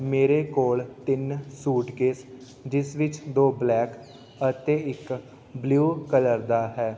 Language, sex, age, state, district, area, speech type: Punjabi, male, 18-30, Punjab, Fatehgarh Sahib, rural, spontaneous